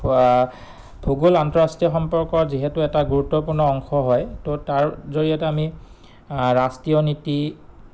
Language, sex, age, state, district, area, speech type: Assamese, male, 30-45, Assam, Goalpara, urban, spontaneous